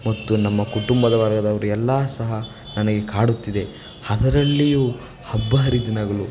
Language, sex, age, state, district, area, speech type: Kannada, male, 18-30, Karnataka, Chamarajanagar, rural, spontaneous